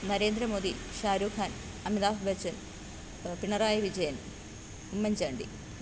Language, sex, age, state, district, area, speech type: Malayalam, female, 45-60, Kerala, Pathanamthitta, rural, spontaneous